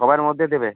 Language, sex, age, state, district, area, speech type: Bengali, male, 18-30, West Bengal, Uttar Dinajpur, urban, conversation